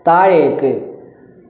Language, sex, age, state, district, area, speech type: Malayalam, male, 18-30, Kerala, Kasaragod, urban, read